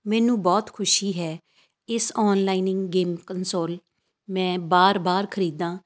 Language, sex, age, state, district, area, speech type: Punjabi, female, 45-60, Punjab, Fazilka, rural, spontaneous